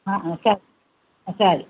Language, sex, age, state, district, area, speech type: Tamil, female, 60+, Tamil Nadu, Ariyalur, rural, conversation